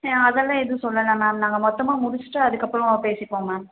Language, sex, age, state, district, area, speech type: Tamil, female, 18-30, Tamil Nadu, Karur, rural, conversation